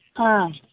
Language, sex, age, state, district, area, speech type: Manipuri, female, 60+, Manipur, Imphal East, rural, conversation